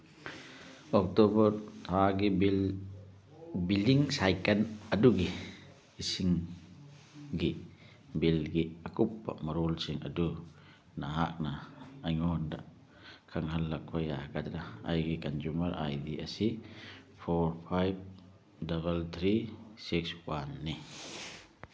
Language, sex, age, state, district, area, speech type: Manipuri, male, 60+, Manipur, Churachandpur, urban, read